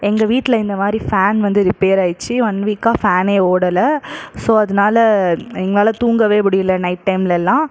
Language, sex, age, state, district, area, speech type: Tamil, male, 45-60, Tamil Nadu, Krishnagiri, rural, spontaneous